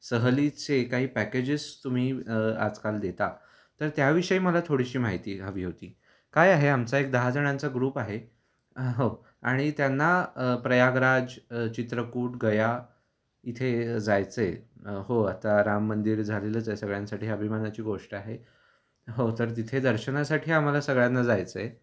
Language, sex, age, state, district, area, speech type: Marathi, male, 18-30, Maharashtra, Kolhapur, urban, spontaneous